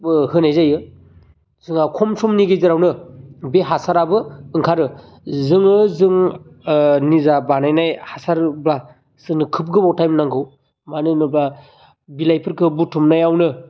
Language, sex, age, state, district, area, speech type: Bodo, male, 30-45, Assam, Baksa, urban, spontaneous